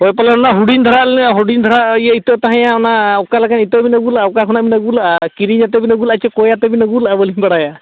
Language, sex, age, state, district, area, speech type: Santali, male, 45-60, Odisha, Mayurbhanj, rural, conversation